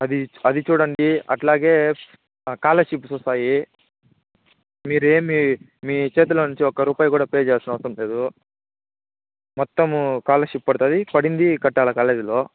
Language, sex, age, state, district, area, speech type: Telugu, male, 18-30, Andhra Pradesh, Chittoor, rural, conversation